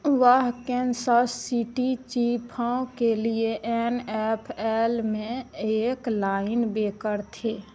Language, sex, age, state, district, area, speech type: Hindi, female, 60+, Bihar, Madhepura, urban, read